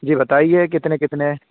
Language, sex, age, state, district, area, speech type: Urdu, male, 18-30, Uttar Pradesh, Saharanpur, urban, conversation